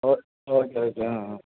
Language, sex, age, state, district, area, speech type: Telugu, male, 30-45, Andhra Pradesh, Anantapur, rural, conversation